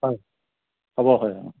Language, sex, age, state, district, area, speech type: Assamese, male, 45-60, Assam, Charaideo, urban, conversation